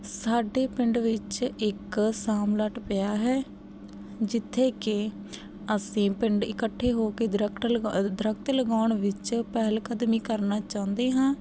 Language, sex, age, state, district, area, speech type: Punjabi, female, 18-30, Punjab, Barnala, rural, spontaneous